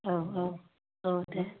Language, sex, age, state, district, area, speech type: Bodo, female, 30-45, Assam, Kokrajhar, rural, conversation